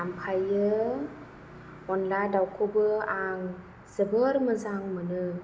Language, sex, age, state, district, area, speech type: Bodo, female, 30-45, Assam, Chirang, urban, spontaneous